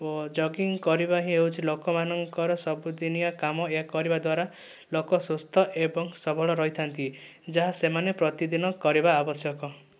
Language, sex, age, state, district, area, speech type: Odia, male, 18-30, Odisha, Kandhamal, rural, spontaneous